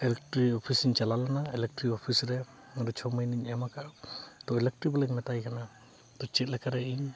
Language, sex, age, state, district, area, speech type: Santali, male, 45-60, Odisha, Mayurbhanj, rural, spontaneous